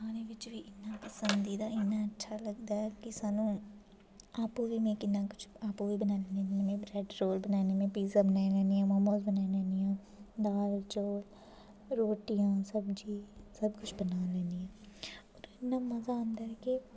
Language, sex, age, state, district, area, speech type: Dogri, female, 18-30, Jammu and Kashmir, Jammu, rural, spontaneous